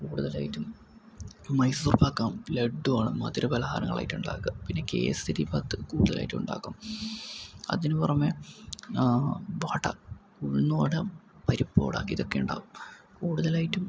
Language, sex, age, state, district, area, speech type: Malayalam, male, 18-30, Kerala, Palakkad, rural, spontaneous